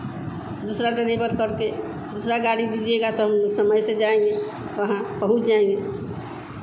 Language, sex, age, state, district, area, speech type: Hindi, female, 60+, Bihar, Vaishali, urban, spontaneous